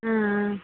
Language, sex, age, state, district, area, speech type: Tamil, female, 60+, Tamil Nadu, Viluppuram, rural, conversation